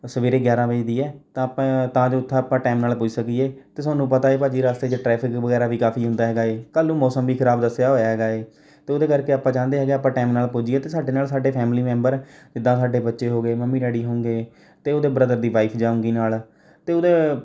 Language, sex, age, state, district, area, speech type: Punjabi, male, 18-30, Punjab, Rupnagar, rural, spontaneous